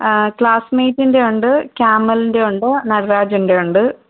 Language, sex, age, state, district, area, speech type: Malayalam, female, 18-30, Kerala, Thiruvananthapuram, rural, conversation